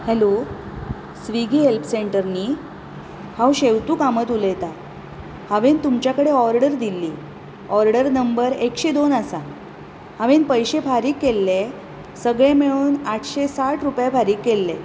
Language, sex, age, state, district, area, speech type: Goan Konkani, female, 30-45, Goa, Bardez, rural, spontaneous